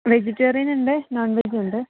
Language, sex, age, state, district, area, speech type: Malayalam, female, 30-45, Kerala, Wayanad, rural, conversation